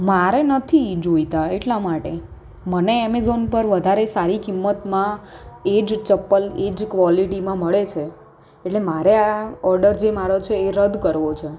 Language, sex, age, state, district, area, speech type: Gujarati, female, 18-30, Gujarat, Anand, urban, spontaneous